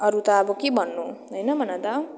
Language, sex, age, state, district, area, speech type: Nepali, female, 18-30, West Bengal, Jalpaiguri, rural, spontaneous